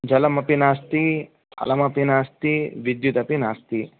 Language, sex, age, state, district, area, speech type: Sanskrit, male, 30-45, Karnataka, Davanagere, urban, conversation